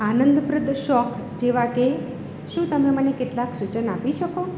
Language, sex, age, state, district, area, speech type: Gujarati, female, 45-60, Gujarat, Surat, urban, read